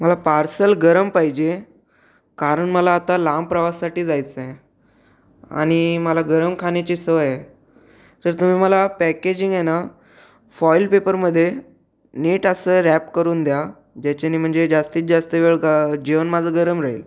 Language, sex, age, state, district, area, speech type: Marathi, male, 18-30, Maharashtra, Raigad, rural, spontaneous